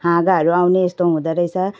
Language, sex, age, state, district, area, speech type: Nepali, female, 45-60, West Bengal, Jalpaiguri, urban, spontaneous